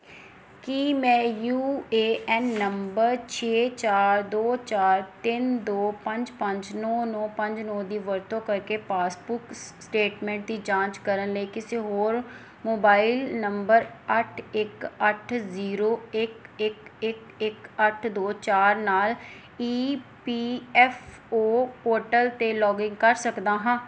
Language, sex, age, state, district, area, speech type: Punjabi, female, 30-45, Punjab, Pathankot, urban, read